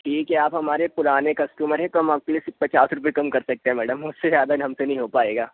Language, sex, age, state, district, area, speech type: Hindi, male, 45-60, Madhya Pradesh, Bhopal, urban, conversation